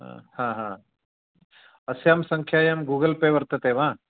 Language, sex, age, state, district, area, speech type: Sanskrit, male, 45-60, Karnataka, Uttara Kannada, rural, conversation